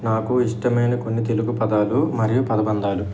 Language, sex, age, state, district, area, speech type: Telugu, male, 18-30, Andhra Pradesh, N T Rama Rao, urban, spontaneous